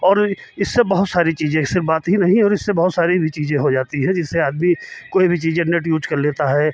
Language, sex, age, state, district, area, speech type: Hindi, male, 45-60, Uttar Pradesh, Lucknow, rural, spontaneous